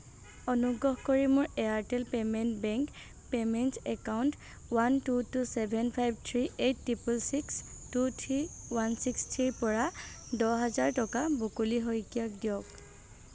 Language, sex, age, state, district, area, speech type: Assamese, female, 18-30, Assam, Nagaon, rural, read